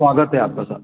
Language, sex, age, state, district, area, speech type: Hindi, male, 45-60, Madhya Pradesh, Gwalior, rural, conversation